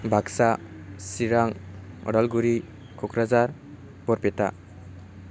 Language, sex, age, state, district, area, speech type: Bodo, male, 18-30, Assam, Baksa, rural, spontaneous